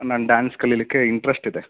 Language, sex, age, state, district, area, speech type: Kannada, male, 30-45, Karnataka, Davanagere, urban, conversation